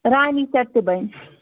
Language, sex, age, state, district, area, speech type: Kashmiri, female, 18-30, Jammu and Kashmir, Anantnag, rural, conversation